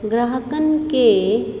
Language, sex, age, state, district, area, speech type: Sindhi, female, 30-45, Uttar Pradesh, Lucknow, urban, read